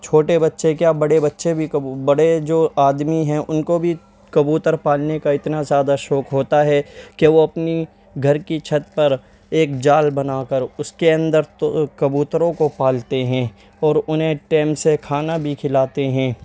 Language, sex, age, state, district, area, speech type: Urdu, male, 18-30, Delhi, East Delhi, urban, spontaneous